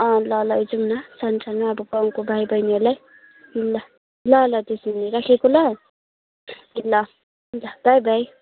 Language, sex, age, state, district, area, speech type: Nepali, female, 18-30, West Bengal, Kalimpong, rural, conversation